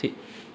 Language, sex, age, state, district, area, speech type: Assamese, male, 45-60, Assam, Goalpara, urban, spontaneous